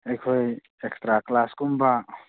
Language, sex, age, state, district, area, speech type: Manipuri, male, 30-45, Manipur, Churachandpur, rural, conversation